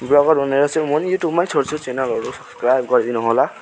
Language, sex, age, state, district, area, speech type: Nepali, male, 18-30, West Bengal, Alipurduar, rural, spontaneous